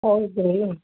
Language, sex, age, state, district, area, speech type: Kannada, female, 30-45, Karnataka, Bidar, urban, conversation